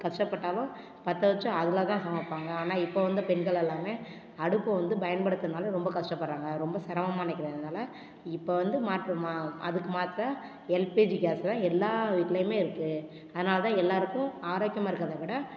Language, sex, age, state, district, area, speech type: Tamil, female, 18-30, Tamil Nadu, Ariyalur, rural, spontaneous